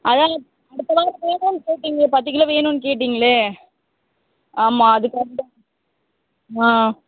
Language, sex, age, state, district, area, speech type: Tamil, female, 30-45, Tamil Nadu, Tiruvallur, urban, conversation